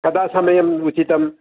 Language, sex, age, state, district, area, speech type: Sanskrit, male, 60+, Tamil Nadu, Coimbatore, urban, conversation